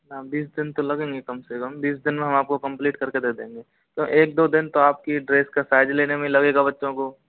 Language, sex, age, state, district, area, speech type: Hindi, male, 60+, Rajasthan, Karauli, rural, conversation